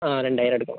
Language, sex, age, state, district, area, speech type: Malayalam, male, 18-30, Kerala, Kasaragod, rural, conversation